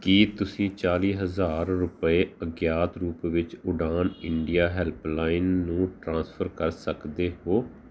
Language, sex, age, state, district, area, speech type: Punjabi, male, 45-60, Punjab, Tarn Taran, urban, read